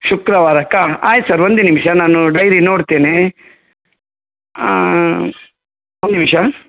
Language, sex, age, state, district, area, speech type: Kannada, male, 45-60, Karnataka, Udupi, rural, conversation